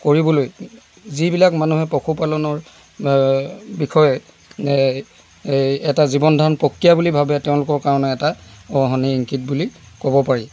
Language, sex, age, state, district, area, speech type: Assamese, male, 60+, Assam, Dibrugarh, rural, spontaneous